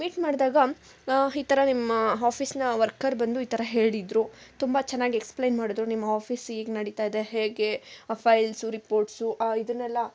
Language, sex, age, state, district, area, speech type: Kannada, female, 18-30, Karnataka, Kolar, rural, spontaneous